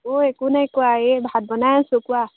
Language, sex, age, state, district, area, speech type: Assamese, female, 18-30, Assam, Golaghat, urban, conversation